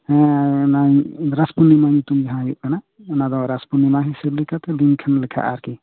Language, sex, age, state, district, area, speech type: Santali, male, 45-60, West Bengal, Bankura, rural, conversation